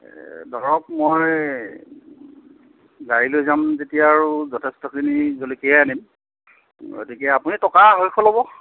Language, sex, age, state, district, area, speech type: Assamese, male, 45-60, Assam, Golaghat, urban, conversation